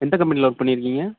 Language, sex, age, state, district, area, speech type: Tamil, male, 18-30, Tamil Nadu, Thanjavur, rural, conversation